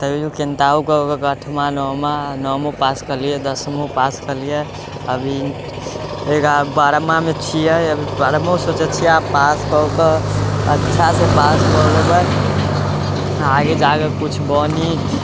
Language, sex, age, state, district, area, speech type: Maithili, male, 18-30, Bihar, Muzaffarpur, rural, spontaneous